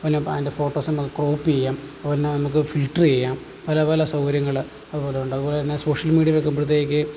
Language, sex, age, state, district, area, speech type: Malayalam, male, 30-45, Kerala, Alappuzha, rural, spontaneous